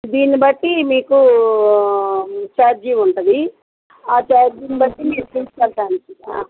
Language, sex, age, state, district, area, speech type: Telugu, female, 60+, Andhra Pradesh, Bapatla, urban, conversation